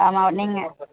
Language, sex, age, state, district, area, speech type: Tamil, male, 30-45, Tamil Nadu, Tenkasi, rural, conversation